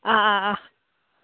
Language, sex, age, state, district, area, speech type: Manipuri, female, 18-30, Manipur, Senapati, rural, conversation